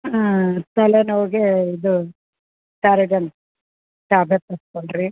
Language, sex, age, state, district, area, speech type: Kannada, female, 45-60, Karnataka, Bellary, urban, conversation